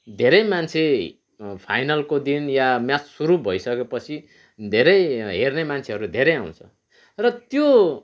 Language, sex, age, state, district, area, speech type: Nepali, male, 45-60, West Bengal, Kalimpong, rural, spontaneous